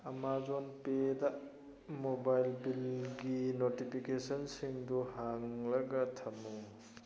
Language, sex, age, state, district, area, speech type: Manipuri, male, 45-60, Manipur, Thoubal, rural, read